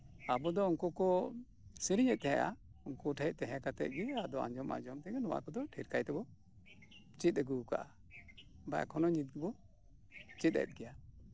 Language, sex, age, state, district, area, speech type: Santali, male, 60+, West Bengal, Birbhum, rural, spontaneous